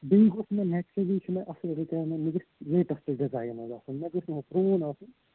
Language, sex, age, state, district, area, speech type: Kashmiri, male, 18-30, Jammu and Kashmir, Srinagar, urban, conversation